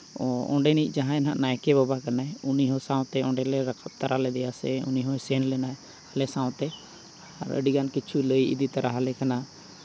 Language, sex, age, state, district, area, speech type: Santali, male, 30-45, Jharkhand, Seraikela Kharsawan, rural, spontaneous